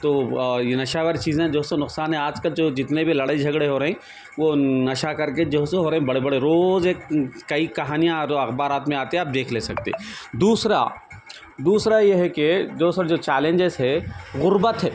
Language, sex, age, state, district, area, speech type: Urdu, male, 45-60, Telangana, Hyderabad, urban, spontaneous